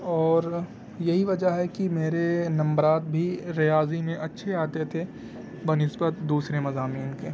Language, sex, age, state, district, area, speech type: Urdu, male, 18-30, Delhi, South Delhi, urban, spontaneous